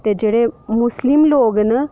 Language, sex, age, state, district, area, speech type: Dogri, female, 18-30, Jammu and Kashmir, Udhampur, rural, spontaneous